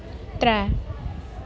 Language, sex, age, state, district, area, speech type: Dogri, female, 18-30, Jammu and Kashmir, Samba, rural, read